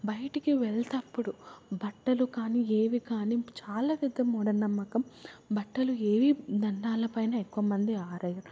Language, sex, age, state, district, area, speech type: Telugu, female, 18-30, Telangana, Hyderabad, urban, spontaneous